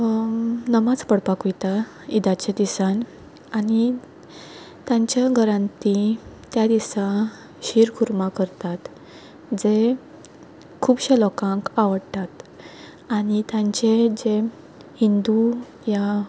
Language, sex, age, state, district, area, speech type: Goan Konkani, female, 18-30, Goa, Quepem, rural, spontaneous